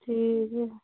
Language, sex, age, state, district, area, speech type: Urdu, female, 45-60, Uttar Pradesh, Lucknow, rural, conversation